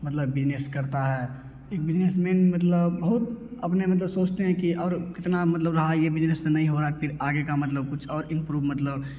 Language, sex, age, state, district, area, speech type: Hindi, male, 18-30, Bihar, Begusarai, urban, spontaneous